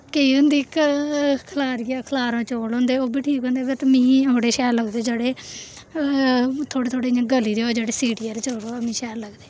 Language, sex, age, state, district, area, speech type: Dogri, female, 18-30, Jammu and Kashmir, Samba, rural, spontaneous